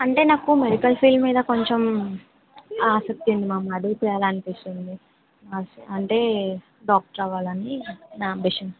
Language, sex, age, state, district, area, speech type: Telugu, female, 30-45, Telangana, Ranga Reddy, rural, conversation